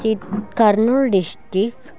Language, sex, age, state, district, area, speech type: Telugu, female, 30-45, Andhra Pradesh, Kurnool, rural, spontaneous